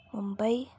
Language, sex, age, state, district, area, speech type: Dogri, female, 30-45, Jammu and Kashmir, Reasi, rural, spontaneous